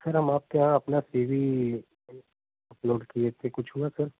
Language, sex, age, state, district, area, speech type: Hindi, male, 18-30, Uttar Pradesh, Prayagraj, rural, conversation